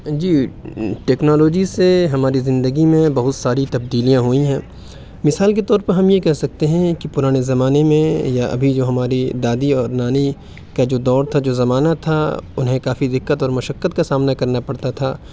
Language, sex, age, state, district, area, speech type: Urdu, male, 45-60, Uttar Pradesh, Aligarh, urban, spontaneous